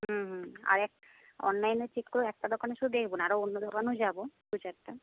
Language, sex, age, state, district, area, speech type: Bengali, female, 30-45, West Bengal, Jhargram, rural, conversation